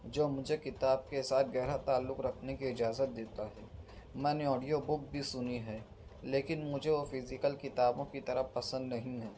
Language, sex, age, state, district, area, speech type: Urdu, male, 18-30, Maharashtra, Nashik, urban, spontaneous